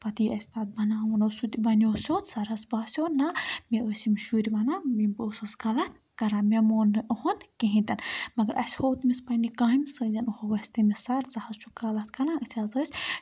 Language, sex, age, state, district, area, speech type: Kashmiri, female, 18-30, Jammu and Kashmir, Budgam, rural, spontaneous